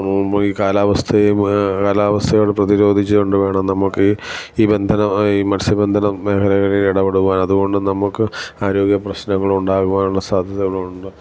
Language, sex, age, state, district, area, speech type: Malayalam, male, 45-60, Kerala, Alappuzha, rural, spontaneous